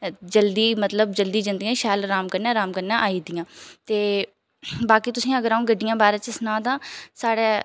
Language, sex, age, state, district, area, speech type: Dogri, female, 30-45, Jammu and Kashmir, Udhampur, urban, spontaneous